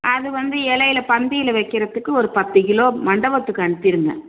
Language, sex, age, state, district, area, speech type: Tamil, female, 60+, Tamil Nadu, Tiruchirappalli, rural, conversation